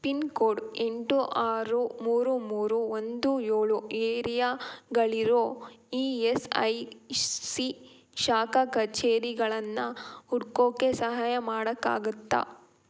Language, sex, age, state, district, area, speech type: Kannada, female, 18-30, Karnataka, Tumkur, rural, read